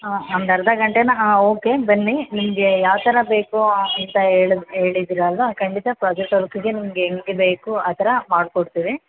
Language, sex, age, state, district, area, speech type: Kannada, female, 18-30, Karnataka, Chamarajanagar, rural, conversation